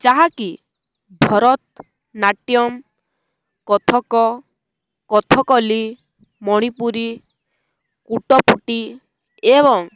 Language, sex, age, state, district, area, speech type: Odia, female, 18-30, Odisha, Balangir, urban, spontaneous